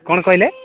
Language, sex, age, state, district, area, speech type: Odia, male, 45-60, Odisha, Nabarangpur, rural, conversation